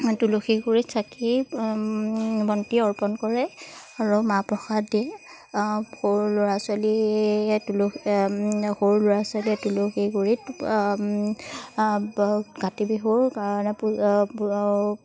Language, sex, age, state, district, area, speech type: Assamese, female, 30-45, Assam, Charaideo, urban, spontaneous